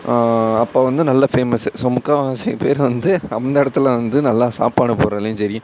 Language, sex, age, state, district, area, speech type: Tamil, male, 18-30, Tamil Nadu, Mayiladuthurai, urban, spontaneous